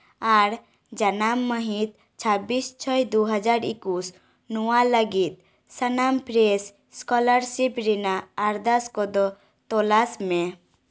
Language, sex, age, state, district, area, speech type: Santali, female, 18-30, West Bengal, Purba Bardhaman, rural, read